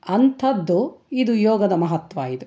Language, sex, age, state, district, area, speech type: Kannada, female, 60+, Karnataka, Chitradurga, rural, spontaneous